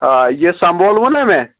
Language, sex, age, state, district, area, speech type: Kashmiri, male, 18-30, Jammu and Kashmir, Anantnag, rural, conversation